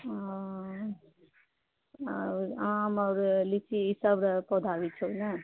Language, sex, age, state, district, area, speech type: Maithili, female, 60+, Bihar, Purnia, rural, conversation